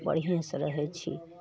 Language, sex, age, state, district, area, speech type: Maithili, female, 60+, Bihar, Araria, rural, spontaneous